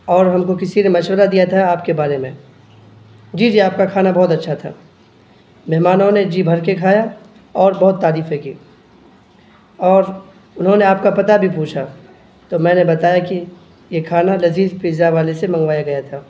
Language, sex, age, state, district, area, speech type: Urdu, male, 18-30, Bihar, Purnia, rural, spontaneous